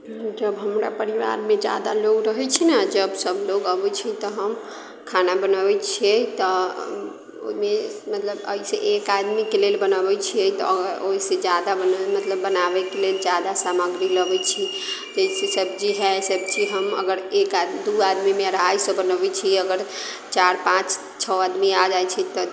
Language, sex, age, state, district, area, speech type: Maithili, female, 45-60, Bihar, Sitamarhi, rural, spontaneous